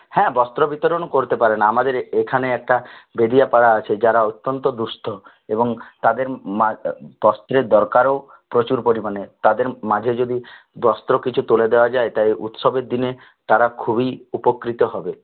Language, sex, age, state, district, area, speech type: Bengali, male, 60+, West Bengal, Purulia, rural, conversation